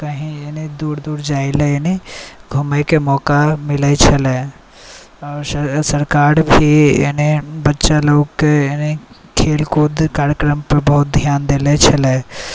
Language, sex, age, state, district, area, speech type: Maithili, male, 18-30, Bihar, Saharsa, rural, spontaneous